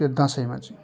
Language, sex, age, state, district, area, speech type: Nepali, male, 30-45, West Bengal, Jalpaiguri, urban, spontaneous